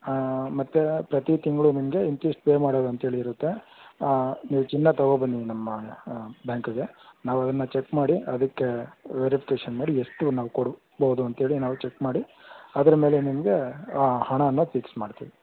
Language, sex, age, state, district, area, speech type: Kannada, male, 18-30, Karnataka, Tumkur, urban, conversation